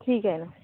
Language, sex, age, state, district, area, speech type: Marathi, female, 30-45, Maharashtra, Wardha, rural, conversation